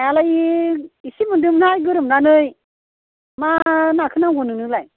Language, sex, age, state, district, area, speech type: Bodo, female, 45-60, Assam, Baksa, rural, conversation